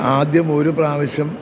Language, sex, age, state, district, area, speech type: Malayalam, male, 60+, Kerala, Kottayam, rural, spontaneous